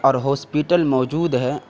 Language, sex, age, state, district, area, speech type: Urdu, male, 30-45, Bihar, Khagaria, rural, spontaneous